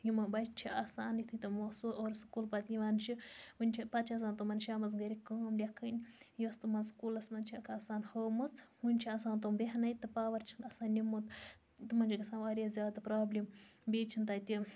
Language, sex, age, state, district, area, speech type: Kashmiri, female, 60+, Jammu and Kashmir, Baramulla, rural, spontaneous